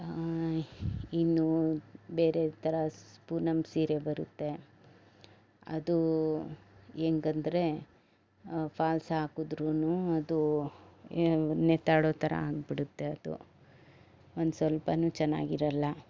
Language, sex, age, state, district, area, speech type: Kannada, female, 60+, Karnataka, Bangalore Urban, rural, spontaneous